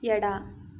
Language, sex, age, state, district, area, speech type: Kannada, female, 18-30, Karnataka, Chitradurga, rural, read